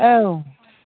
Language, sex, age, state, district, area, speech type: Bodo, female, 60+, Assam, Chirang, rural, conversation